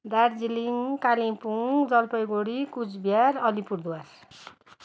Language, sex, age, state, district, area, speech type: Nepali, female, 60+, West Bengal, Darjeeling, rural, spontaneous